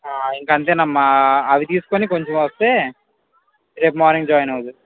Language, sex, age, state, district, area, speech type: Telugu, male, 18-30, Andhra Pradesh, Srikakulam, urban, conversation